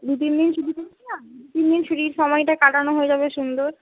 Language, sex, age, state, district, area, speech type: Bengali, female, 30-45, West Bengal, Purba Medinipur, rural, conversation